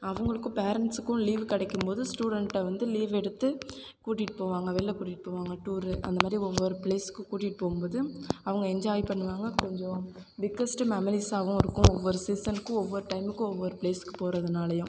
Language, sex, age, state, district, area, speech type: Tamil, female, 18-30, Tamil Nadu, Thanjavur, urban, spontaneous